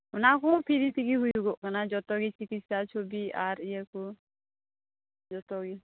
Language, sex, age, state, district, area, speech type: Santali, female, 18-30, West Bengal, Malda, rural, conversation